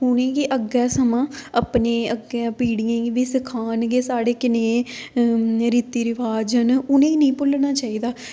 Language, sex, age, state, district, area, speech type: Dogri, female, 18-30, Jammu and Kashmir, Udhampur, urban, spontaneous